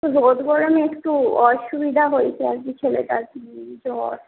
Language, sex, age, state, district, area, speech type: Bengali, female, 18-30, West Bengal, Jhargram, rural, conversation